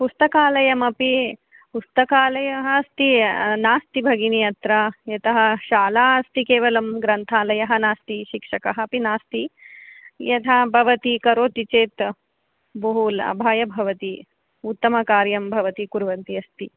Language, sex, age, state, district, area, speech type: Sanskrit, female, 30-45, Karnataka, Shimoga, rural, conversation